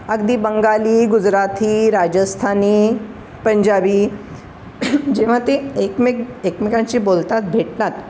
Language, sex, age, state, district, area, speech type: Marathi, female, 60+, Maharashtra, Pune, urban, spontaneous